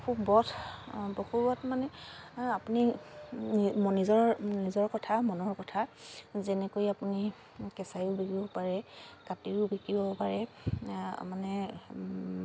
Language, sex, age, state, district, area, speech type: Assamese, female, 45-60, Assam, Dibrugarh, rural, spontaneous